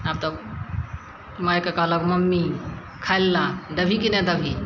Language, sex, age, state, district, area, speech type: Maithili, female, 60+, Bihar, Madhepura, urban, spontaneous